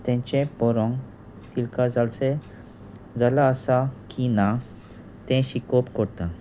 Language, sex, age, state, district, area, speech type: Goan Konkani, male, 30-45, Goa, Salcete, rural, spontaneous